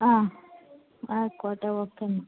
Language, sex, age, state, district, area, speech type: Malayalam, female, 45-60, Kerala, Malappuram, rural, conversation